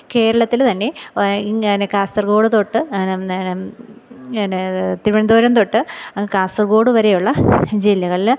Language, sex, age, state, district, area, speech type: Malayalam, female, 30-45, Kerala, Thiruvananthapuram, rural, spontaneous